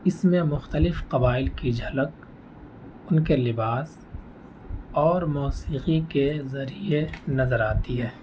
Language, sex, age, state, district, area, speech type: Urdu, male, 18-30, Delhi, North East Delhi, rural, spontaneous